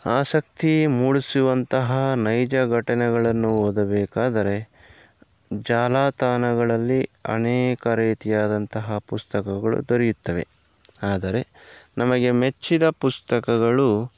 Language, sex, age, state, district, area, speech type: Kannada, male, 30-45, Karnataka, Kolar, rural, spontaneous